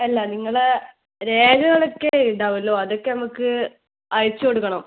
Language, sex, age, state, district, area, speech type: Malayalam, female, 18-30, Kerala, Kannur, rural, conversation